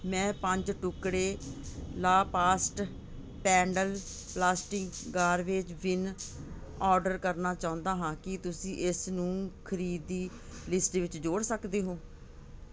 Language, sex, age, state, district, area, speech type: Punjabi, female, 45-60, Punjab, Ludhiana, urban, read